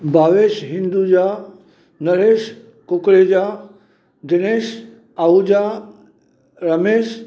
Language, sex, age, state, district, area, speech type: Sindhi, male, 45-60, Maharashtra, Mumbai Suburban, urban, spontaneous